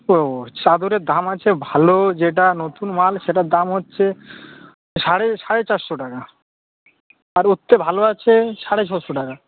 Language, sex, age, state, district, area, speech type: Bengali, male, 18-30, West Bengal, Howrah, urban, conversation